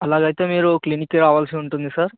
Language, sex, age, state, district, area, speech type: Telugu, male, 18-30, Telangana, Ranga Reddy, urban, conversation